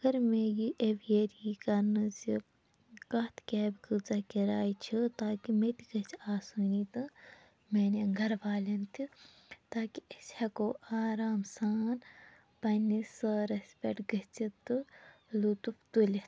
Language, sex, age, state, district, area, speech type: Kashmiri, female, 30-45, Jammu and Kashmir, Shopian, urban, spontaneous